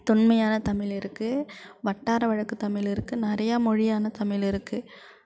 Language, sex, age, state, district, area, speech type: Tamil, female, 30-45, Tamil Nadu, Thanjavur, urban, spontaneous